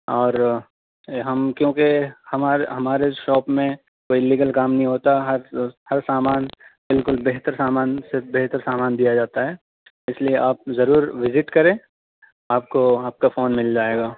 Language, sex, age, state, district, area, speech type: Urdu, male, 18-30, Delhi, South Delhi, urban, conversation